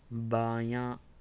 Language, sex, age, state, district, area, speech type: Urdu, male, 60+, Maharashtra, Nashik, urban, read